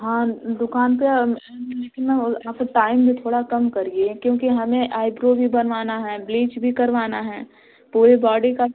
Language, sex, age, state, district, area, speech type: Hindi, female, 18-30, Uttar Pradesh, Azamgarh, rural, conversation